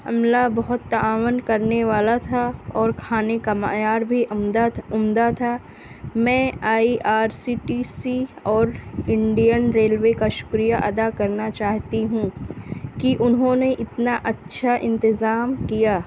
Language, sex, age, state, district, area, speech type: Urdu, female, 18-30, Uttar Pradesh, Balrampur, rural, spontaneous